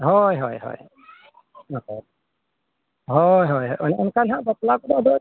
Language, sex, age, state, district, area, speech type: Santali, male, 60+, Odisha, Mayurbhanj, rural, conversation